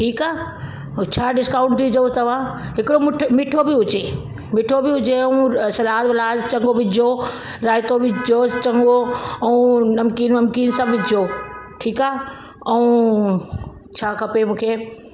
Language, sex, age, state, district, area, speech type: Sindhi, female, 45-60, Delhi, South Delhi, urban, spontaneous